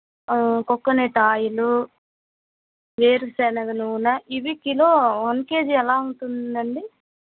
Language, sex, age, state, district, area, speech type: Telugu, female, 18-30, Andhra Pradesh, Guntur, rural, conversation